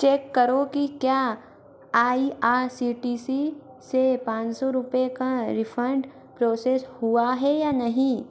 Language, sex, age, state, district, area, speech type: Hindi, female, 18-30, Madhya Pradesh, Bhopal, urban, read